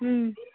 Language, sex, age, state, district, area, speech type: Bengali, female, 45-60, West Bengal, Dakshin Dinajpur, urban, conversation